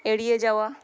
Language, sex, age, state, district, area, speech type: Bengali, female, 30-45, West Bengal, Paschim Bardhaman, urban, read